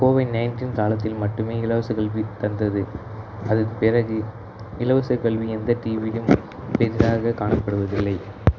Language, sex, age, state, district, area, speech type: Tamil, male, 30-45, Tamil Nadu, Tiruchirappalli, rural, spontaneous